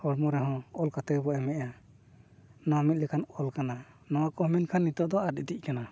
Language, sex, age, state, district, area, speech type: Santali, male, 45-60, Odisha, Mayurbhanj, rural, spontaneous